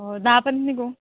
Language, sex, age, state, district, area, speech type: Marathi, female, 18-30, Maharashtra, Satara, rural, conversation